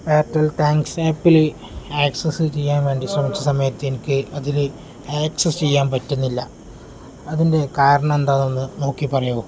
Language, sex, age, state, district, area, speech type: Malayalam, male, 18-30, Kerala, Kozhikode, rural, spontaneous